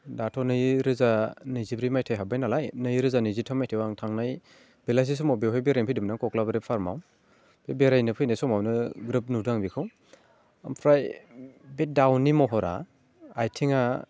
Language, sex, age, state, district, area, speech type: Bodo, male, 18-30, Assam, Baksa, urban, spontaneous